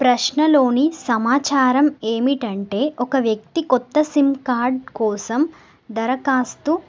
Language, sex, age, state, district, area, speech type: Telugu, female, 18-30, Telangana, Nagarkurnool, urban, spontaneous